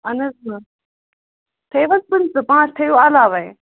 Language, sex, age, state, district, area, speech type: Kashmiri, female, 30-45, Jammu and Kashmir, Ganderbal, rural, conversation